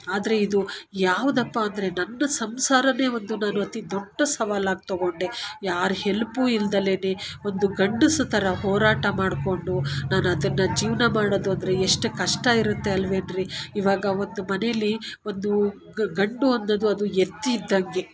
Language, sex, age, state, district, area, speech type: Kannada, female, 45-60, Karnataka, Bangalore Urban, urban, spontaneous